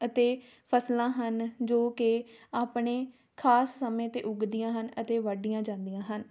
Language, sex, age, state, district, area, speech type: Punjabi, female, 18-30, Punjab, Tarn Taran, rural, spontaneous